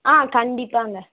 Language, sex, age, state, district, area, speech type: Tamil, female, 18-30, Tamil Nadu, Ranipet, rural, conversation